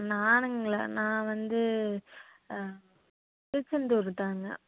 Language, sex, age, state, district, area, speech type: Tamil, female, 18-30, Tamil Nadu, Tiruppur, rural, conversation